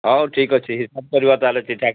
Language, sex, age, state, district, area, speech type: Odia, male, 45-60, Odisha, Mayurbhanj, rural, conversation